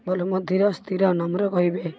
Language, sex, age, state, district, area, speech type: Odia, female, 45-60, Odisha, Balasore, rural, spontaneous